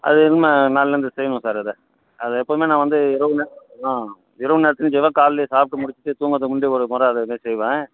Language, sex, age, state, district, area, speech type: Tamil, male, 60+, Tamil Nadu, Virudhunagar, rural, conversation